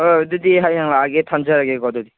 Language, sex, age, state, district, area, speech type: Manipuri, male, 18-30, Manipur, Kangpokpi, urban, conversation